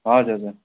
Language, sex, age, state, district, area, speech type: Nepali, male, 18-30, West Bengal, Kalimpong, rural, conversation